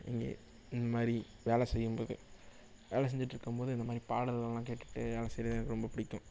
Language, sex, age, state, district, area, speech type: Tamil, male, 18-30, Tamil Nadu, Nagapattinam, rural, spontaneous